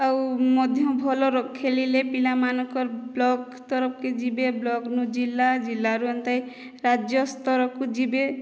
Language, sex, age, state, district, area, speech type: Odia, female, 18-30, Odisha, Boudh, rural, spontaneous